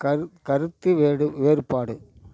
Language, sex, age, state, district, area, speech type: Tamil, male, 60+, Tamil Nadu, Tiruvannamalai, rural, read